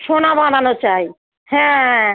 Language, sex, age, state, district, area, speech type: Bengali, female, 45-60, West Bengal, South 24 Parganas, rural, conversation